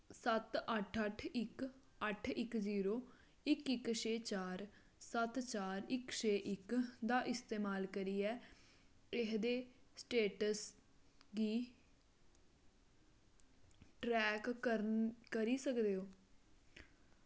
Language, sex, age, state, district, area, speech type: Dogri, female, 30-45, Jammu and Kashmir, Kathua, rural, read